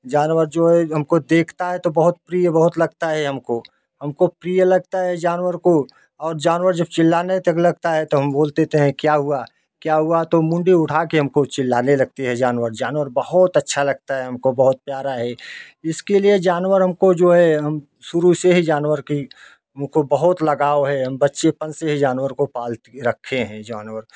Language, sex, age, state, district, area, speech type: Hindi, male, 45-60, Uttar Pradesh, Jaunpur, rural, spontaneous